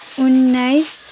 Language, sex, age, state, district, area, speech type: Nepali, female, 18-30, West Bengal, Kalimpong, rural, spontaneous